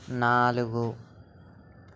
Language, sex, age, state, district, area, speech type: Telugu, male, 18-30, Telangana, Medchal, urban, read